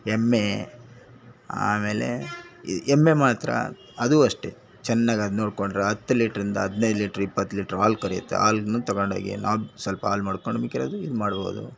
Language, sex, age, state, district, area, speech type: Kannada, male, 60+, Karnataka, Bangalore Rural, rural, spontaneous